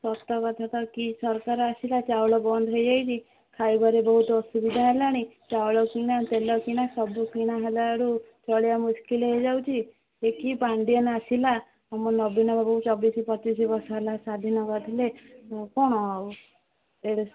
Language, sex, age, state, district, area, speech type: Odia, female, 30-45, Odisha, Sundergarh, urban, conversation